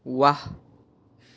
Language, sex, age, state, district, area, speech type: Assamese, male, 18-30, Assam, Biswanath, rural, read